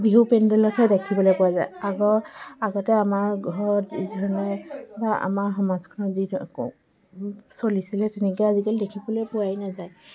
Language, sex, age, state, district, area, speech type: Assamese, female, 45-60, Assam, Dibrugarh, rural, spontaneous